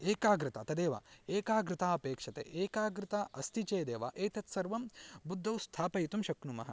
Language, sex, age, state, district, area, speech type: Sanskrit, male, 18-30, Karnataka, Uttara Kannada, rural, spontaneous